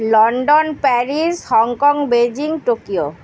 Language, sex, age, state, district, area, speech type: Bengali, female, 30-45, West Bengal, Kolkata, urban, spontaneous